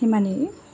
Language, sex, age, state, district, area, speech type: Assamese, female, 18-30, Assam, Lakhimpur, rural, spontaneous